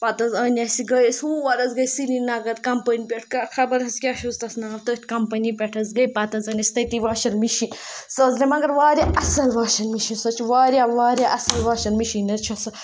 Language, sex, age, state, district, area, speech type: Kashmiri, female, 30-45, Jammu and Kashmir, Ganderbal, rural, spontaneous